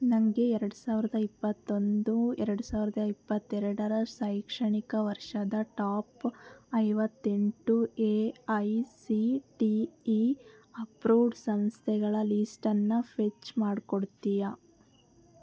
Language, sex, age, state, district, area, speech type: Kannada, female, 18-30, Karnataka, Chitradurga, urban, read